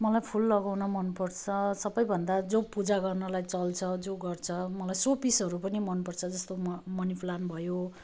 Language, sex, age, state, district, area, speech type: Nepali, female, 30-45, West Bengal, Darjeeling, rural, spontaneous